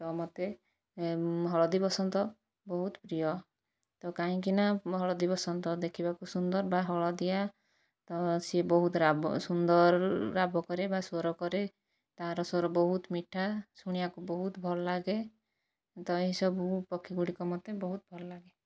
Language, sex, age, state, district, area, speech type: Odia, female, 45-60, Odisha, Kandhamal, rural, spontaneous